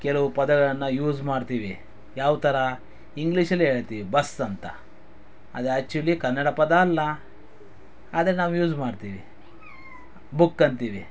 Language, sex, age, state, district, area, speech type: Kannada, male, 30-45, Karnataka, Chikkaballapur, rural, spontaneous